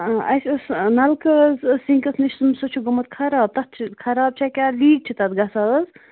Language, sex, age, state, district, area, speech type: Kashmiri, female, 45-60, Jammu and Kashmir, Baramulla, urban, conversation